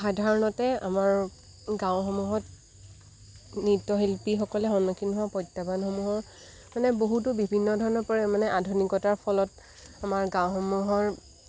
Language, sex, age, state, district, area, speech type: Assamese, female, 18-30, Assam, Lakhimpur, rural, spontaneous